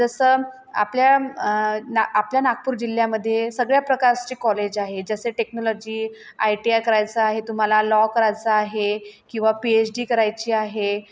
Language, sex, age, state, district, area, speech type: Marathi, female, 30-45, Maharashtra, Nagpur, rural, spontaneous